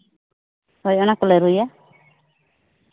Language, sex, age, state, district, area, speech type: Santali, female, 30-45, Jharkhand, Seraikela Kharsawan, rural, conversation